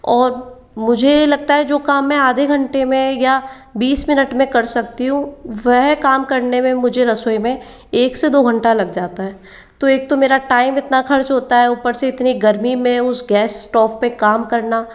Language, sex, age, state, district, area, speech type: Hindi, female, 30-45, Rajasthan, Jaipur, urban, spontaneous